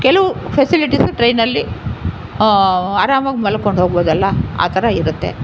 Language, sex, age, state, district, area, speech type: Kannada, female, 60+, Karnataka, Chamarajanagar, urban, spontaneous